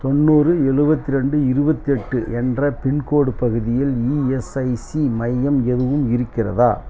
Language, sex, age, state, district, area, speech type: Tamil, male, 60+, Tamil Nadu, Dharmapuri, rural, read